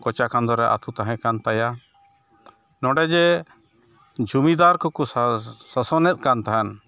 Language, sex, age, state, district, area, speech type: Santali, male, 60+, West Bengal, Malda, rural, spontaneous